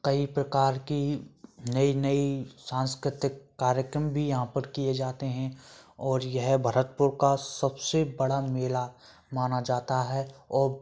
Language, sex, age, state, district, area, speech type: Hindi, male, 18-30, Rajasthan, Bharatpur, rural, spontaneous